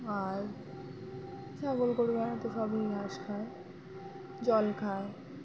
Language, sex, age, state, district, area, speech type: Bengali, female, 18-30, West Bengal, Birbhum, urban, spontaneous